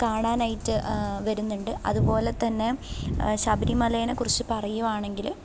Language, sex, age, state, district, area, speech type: Malayalam, female, 18-30, Kerala, Pathanamthitta, urban, spontaneous